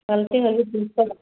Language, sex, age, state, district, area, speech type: Hindi, female, 60+, Uttar Pradesh, Ayodhya, rural, conversation